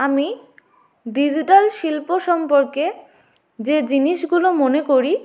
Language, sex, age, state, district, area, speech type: Bengali, female, 30-45, West Bengal, Jalpaiguri, rural, spontaneous